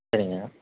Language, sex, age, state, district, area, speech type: Tamil, male, 45-60, Tamil Nadu, Dharmapuri, urban, conversation